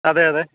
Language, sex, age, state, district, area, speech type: Malayalam, male, 45-60, Kerala, Alappuzha, rural, conversation